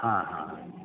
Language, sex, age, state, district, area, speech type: Maithili, male, 45-60, Bihar, Sitamarhi, rural, conversation